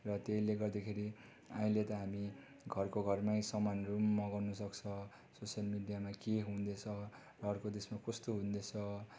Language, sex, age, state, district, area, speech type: Nepali, male, 30-45, West Bengal, Darjeeling, rural, spontaneous